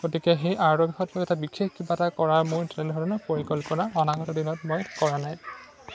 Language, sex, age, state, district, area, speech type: Assamese, male, 18-30, Assam, Lakhimpur, urban, spontaneous